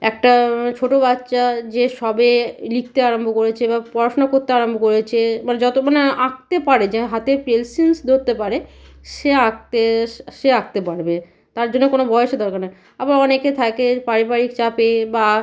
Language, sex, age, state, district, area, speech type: Bengali, female, 30-45, West Bengal, Malda, rural, spontaneous